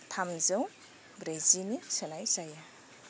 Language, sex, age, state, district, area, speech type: Bodo, female, 30-45, Assam, Baksa, rural, spontaneous